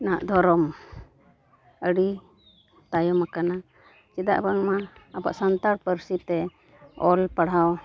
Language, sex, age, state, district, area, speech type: Santali, female, 45-60, Jharkhand, East Singhbhum, rural, spontaneous